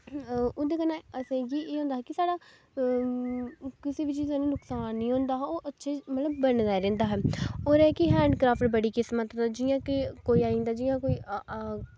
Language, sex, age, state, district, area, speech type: Dogri, female, 18-30, Jammu and Kashmir, Kathua, rural, spontaneous